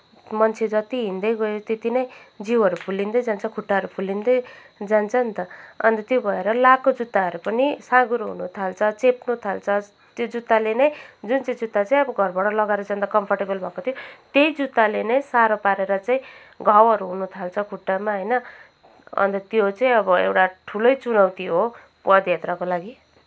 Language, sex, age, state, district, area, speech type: Nepali, female, 18-30, West Bengal, Kalimpong, rural, spontaneous